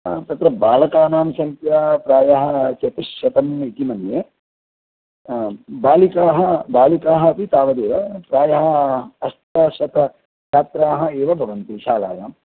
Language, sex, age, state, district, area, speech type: Sanskrit, male, 45-60, Karnataka, Udupi, rural, conversation